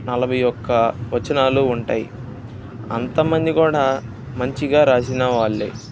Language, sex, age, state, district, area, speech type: Telugu, male, 18-30, Andhra Pradesh, Bapatla, rural, spontaneous